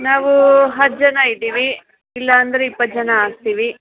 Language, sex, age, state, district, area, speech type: Kannada, female, 45-60, Karnataka, Dharwad, urban, conversation